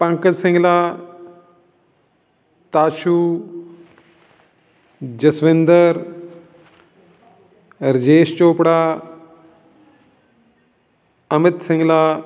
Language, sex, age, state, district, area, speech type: Punjabi, male, 45-60, Punjab, Fatehgarh Sahib, urban, spontaneous